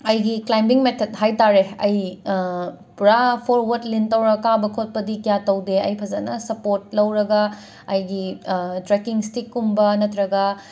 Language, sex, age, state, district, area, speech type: Manipuri, female, 45-60, Manipur, Imphal West, urban, spontaneous